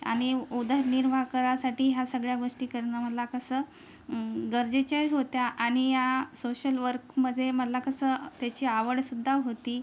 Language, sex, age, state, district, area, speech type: Marathi, female, 30-45, Maharashtra, Yavatmal, rural, spontaneous